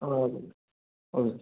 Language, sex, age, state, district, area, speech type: Malayalam, male, 18-30, Kerala, Idukki, rural, conversation